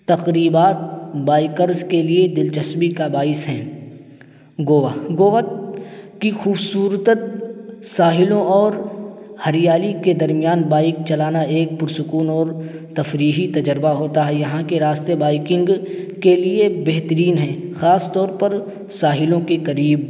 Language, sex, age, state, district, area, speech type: Urdu, male, 18-30, Uttar Pradesh, Siddharthnagar, rural, spontaneous